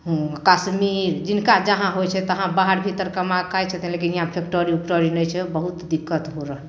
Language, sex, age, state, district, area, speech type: Maithili, female, 45-60, Bihar, Samastipur, rural, spontaneous